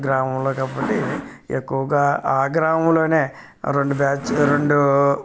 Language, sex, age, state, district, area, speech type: Telugu, male, 45-60, Andhra Pradesh, Kakinada, urban, spontaneous